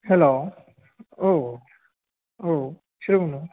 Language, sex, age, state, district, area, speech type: Bodo, male, 30-45, Assam, Chirang, rural, conversation